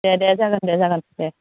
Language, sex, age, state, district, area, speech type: Bodo, female, 45-60, Assam, Udalguri, rural, conversation